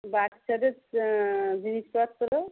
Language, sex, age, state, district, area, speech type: Bengali, female, 45-60, West Bengal, Darjeeling, rural, conversation